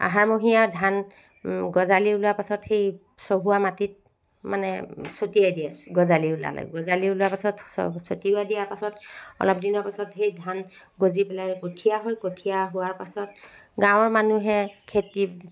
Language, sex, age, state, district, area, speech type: Assamese, female, 45-60, Assam, Sivasagar, rural, spontaneous